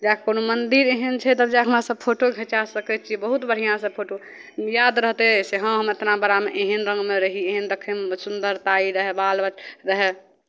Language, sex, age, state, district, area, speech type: Maithili, female, 18-30, Bihar, Madhepura, rural, spontaneous